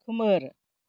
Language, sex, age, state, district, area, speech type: Bodo, female, 60+, Assam, Kokrajhar, urban, read